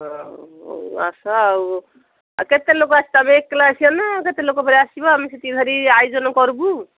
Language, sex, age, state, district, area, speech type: Odia, female, 45-60, Odisha, Gajapati, rural, conversation